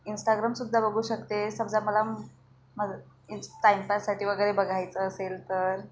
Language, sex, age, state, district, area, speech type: Marathi, female, 30-45, Maharashtra, Wardha, rural, spontaneous